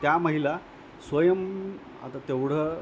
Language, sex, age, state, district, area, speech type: Marathi, male, 45-60, Maharashtra, Nanded, rural, spontaneous